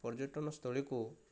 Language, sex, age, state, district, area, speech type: Odia, male, 30-45, Odisha, Kandhamal, rural, spontaneous